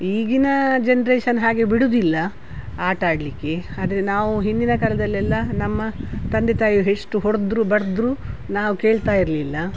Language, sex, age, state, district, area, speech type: Kannada, female, 60+, Karnataka, Udupi, rural, spontaneous